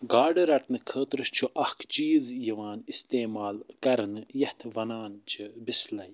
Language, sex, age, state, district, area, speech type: Kashmiri, male, 45-60, Jammu and Kashmir, Budgam, rural, spontaneous